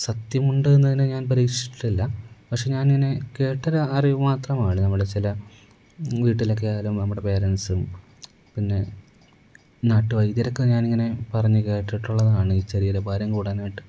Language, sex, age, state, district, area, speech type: Malayalam, male, 18-30, Kerala, Kollam, rural, spontaneous